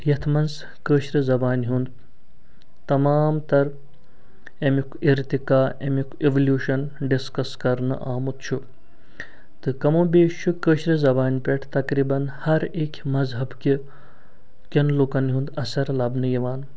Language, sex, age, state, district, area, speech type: Kashmiri, male, 45-60, Jammu and Kashmir, Srinagar, urban, spontaneous